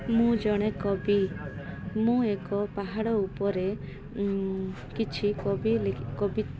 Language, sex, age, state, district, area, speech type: Odia, female, 18-30, Odisha, Koraput, urban, spontaneous